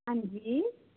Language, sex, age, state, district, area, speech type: Dogri, female, 60+, Jammu and Kashmir, Kathua, rural, conversation